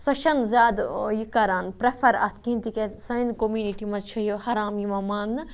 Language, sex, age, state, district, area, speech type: Kashmiri, other, 18-30, Jammu and Kashmir, Budgam, rural, spontaneous